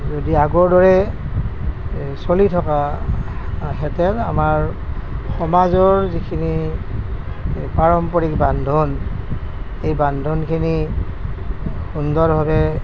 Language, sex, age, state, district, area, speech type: Assamese, male, 60+, Assam, Nalbari, rural, spontaneous